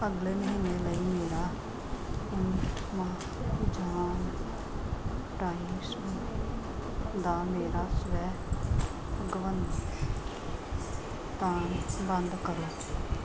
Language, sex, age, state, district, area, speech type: Punjabi, female, 30-45, Punjab, Gurdaspur, urban, read